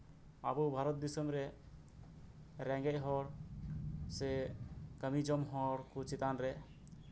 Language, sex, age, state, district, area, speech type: Santali, male, 18-30, West Bengal, Birbhum, rural, spontaneous